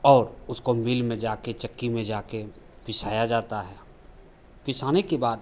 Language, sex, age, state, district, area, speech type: Hindi, male, 45-60, Bihar, Begusarai, urban, spontaneous